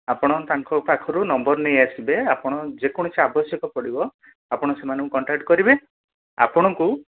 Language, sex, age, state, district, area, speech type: Odia, male, 30-45, Odisha, Dhenkanal, rural, conversation